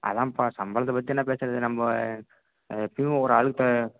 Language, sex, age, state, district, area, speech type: Tamil, male, 18-30, Tamil Nadu, Tiruppur, rural, conversation